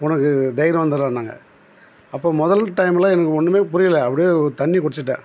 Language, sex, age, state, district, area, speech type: Tamil, male, 60+, Tamil Nadu, Tiruvannamalai, rural, spontaneous